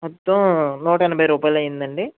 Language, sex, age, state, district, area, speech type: Telugu, male, 18-30, Andhra Pradesh, Eluru, urban, conversation